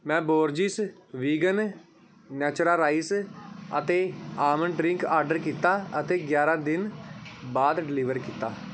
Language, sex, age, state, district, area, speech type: Punjabi, male, 18-30, Punjab, Gurdaspur, rural, read